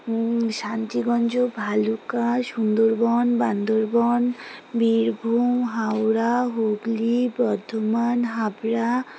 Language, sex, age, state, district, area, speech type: Bengali, female, 30-45, West Bengal, Alipurduar, rural, spontaneous